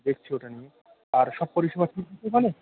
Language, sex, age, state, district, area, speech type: Bengali, male, 30-45, West Bengal, Birbhum, urban, conversation